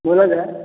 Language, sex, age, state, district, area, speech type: Maithili, male, 45-60, Bihar, Sitamarhi, rural, conversation